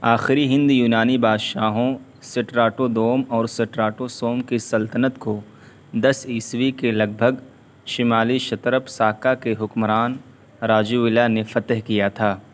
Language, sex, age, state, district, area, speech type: Urdu, male, 18-30, Uttar Pradesh, Siddharthnagar, rural, read